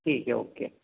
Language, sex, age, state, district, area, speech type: Hindi, male, 18-30, Rajasthan, Jodhpur, urban, conversation